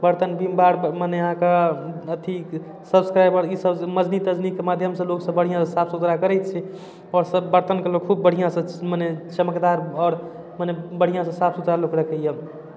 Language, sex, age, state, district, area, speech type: Maithili, male, 18-30, Bihar, Darbhanga, urban, spontaneous